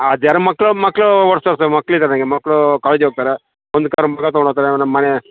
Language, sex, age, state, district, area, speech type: Kannada, male, 60+, Karnataka, Bangalore Rural, rural, conversation